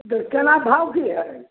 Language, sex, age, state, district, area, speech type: Maithili, male, 60+, Bihar, Samastipur, rural, conversation